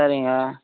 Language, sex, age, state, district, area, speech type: Tamil, male, 60+, Tamil Nadu, Vellore, rural, conversation